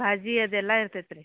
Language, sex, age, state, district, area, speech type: Kannada, female, 30-45, Karnataka, Dharwad, rural, conversation